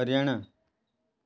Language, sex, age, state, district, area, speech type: Goan Konkani, male, 30-45, Goa, Quepem, rural, spontaneous